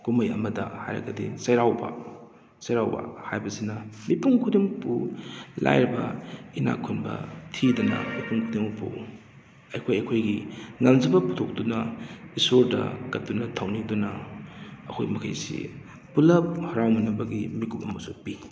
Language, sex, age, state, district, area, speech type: Manipuri, male, 30-45, Manipur, Kakching, rural, spontaneous